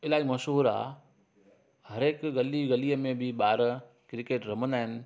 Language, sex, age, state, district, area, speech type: Sindhi, male, 30-45, Gujarat, Junagadh, urban, spontaneous